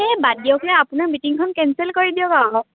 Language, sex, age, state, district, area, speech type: Assamese, female, 18-30, Assam, Dhemaji, urban, conversation